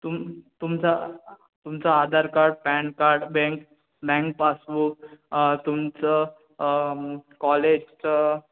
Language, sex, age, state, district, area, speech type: Marathi, male, 18-30, Maharashtra, Ratnagiri, urban, conversation